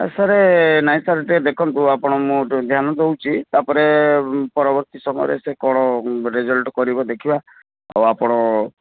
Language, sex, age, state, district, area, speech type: Odia, male, 45-60, Odisha, Kendrapara, urban, conversation